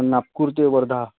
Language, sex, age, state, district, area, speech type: Marathi, male, 30-45, Maharashtra, Nagpur, urban, conversation